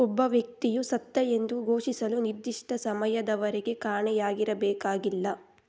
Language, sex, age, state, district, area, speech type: Kannada, female, 18-30, Karnataka, Kolar, rural, read